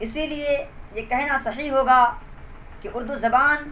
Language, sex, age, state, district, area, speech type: Urdu, male, 18-30, Bihar, Purnia, rural, spontaneous